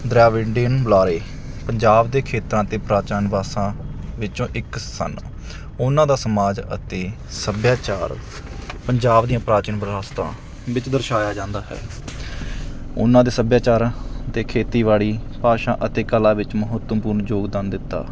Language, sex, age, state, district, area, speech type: Punjabi, male, 30-45, Punjab, Mansa, urban, spontaneous